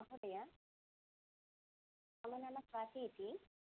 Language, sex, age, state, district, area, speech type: Sanskrit, female, 18-30, Karnataka, Chikkamagaluru, rural, conversation